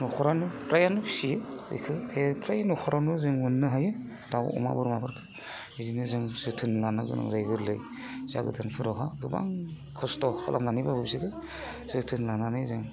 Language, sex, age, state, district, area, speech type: Bodo, male, 45-60, Assam, Udalguri, rural, spontaneous